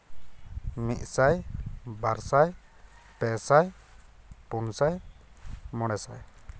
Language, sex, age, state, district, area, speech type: Santali, male, 18-30, West Bengal, Purulia, rural, spontaneous